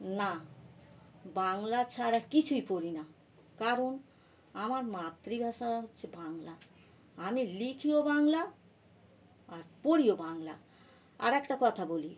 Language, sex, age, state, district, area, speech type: Bengali, female, 60+, West Bengal, North 24 Parganas, urban, spontaneous